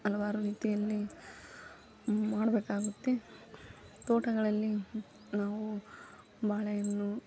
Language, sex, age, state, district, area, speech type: Kannada, female, 18-30, Karnataka, Koppal, rural, spontaneous